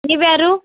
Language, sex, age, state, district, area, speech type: Kannada, female, 18-30, Karnataka, Bidar, urban, conversation